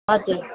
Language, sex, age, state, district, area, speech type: Nepali, female, 30-45, West Bengal, Darjeeling, rural, conversation